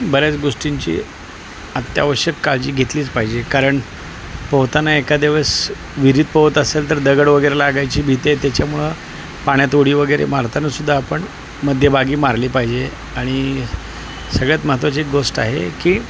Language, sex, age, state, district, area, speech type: Marathi, male, 45-60, Maharashtra, Osmanabad, rural, spontaneous